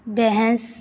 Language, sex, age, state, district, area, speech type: Punjabi, female, 18-30, Punjab, Fazilka, rural, read